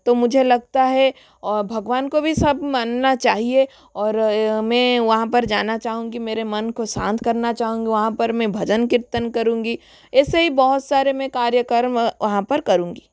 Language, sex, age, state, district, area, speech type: Hindi, female, 60+, Rajasthan, Jodhpur, rural, spontaneous